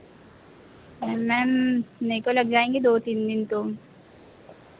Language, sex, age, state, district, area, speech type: Hindi, female, 18-30, Madhya Pradesh, Harda, urban, conversation